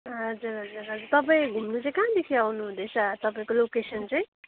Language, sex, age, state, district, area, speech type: Nepali, female, 30-45, West Bengal, Darjeeling, rural, conversation